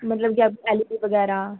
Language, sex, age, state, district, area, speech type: Punjabi, female, 18-30, Punjab, Patiala, urban, conversation